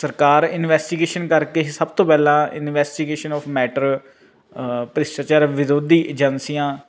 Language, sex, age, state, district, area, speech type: Punjabi, male, 18-30, Punjab, Faridkot, urban, spontaneous